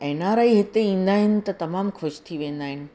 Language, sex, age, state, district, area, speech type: Sindhi, female, 45-60, Gujarat, Surat, urban, spontaneous